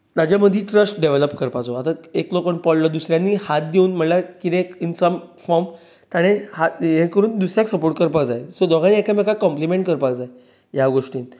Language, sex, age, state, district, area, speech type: Goan Konkani, male, 30-45, Goa, Bardez, urban, spontaneous